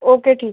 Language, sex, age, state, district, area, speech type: Marathi, female, 18-30, Maharashtra, Akola, rural, conversation